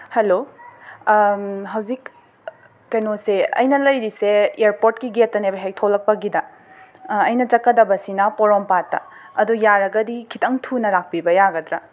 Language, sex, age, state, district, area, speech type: Manipuri, female, 30-45, Manipur, Imphal West, urban, spontaneous